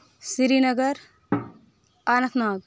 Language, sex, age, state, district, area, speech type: Kashmiri, female, 18-30, Jammu and Kashmir, Budgam, rural, spontaneous